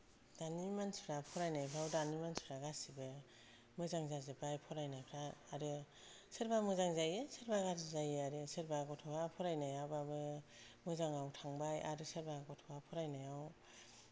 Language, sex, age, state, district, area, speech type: Bodo, female, 45-60, Assam, Kokrajhar, rural, spontaneous